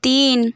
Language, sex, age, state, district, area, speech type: Bengali, female, 18-30, West Bengal, Nadia, rural, read